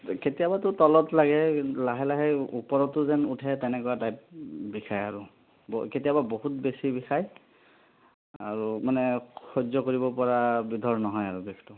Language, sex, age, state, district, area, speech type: Assamese, male, 30-45, Assam, Sonitpur, rural, conversation